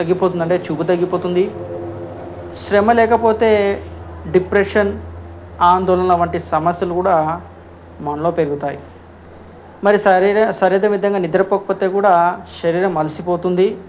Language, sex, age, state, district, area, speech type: Telugu, male, 45-60, Telangana, Ranga Reddy, urban, spontaneous